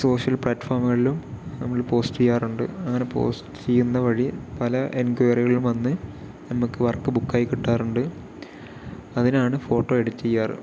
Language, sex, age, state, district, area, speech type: Malayalam, male, 30-45, Kerala, Palakkad, urban, spontaneous